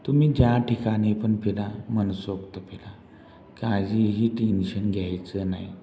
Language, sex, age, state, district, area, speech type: Marathi, male, 30-45, Maharashtra, Satara, rural, spontaneous